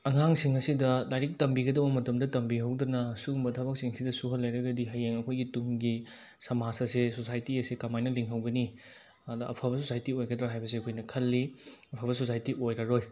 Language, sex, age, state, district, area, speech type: Manipuri, male, 18-30, Manipur, Bishnupur, rural, spontaneous